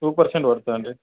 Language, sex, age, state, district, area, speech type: Telugu, male, 30-45, Telangana, Karimnagar, rural, conversation